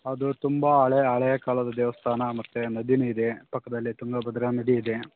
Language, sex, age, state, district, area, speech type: Kannada, male, 45-60, Karnataka, Davanagere, urban, conversation